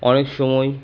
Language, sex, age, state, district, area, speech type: Bengali, male, 18-30, West Bengal, Purba Bardhaman, urban, spontaneous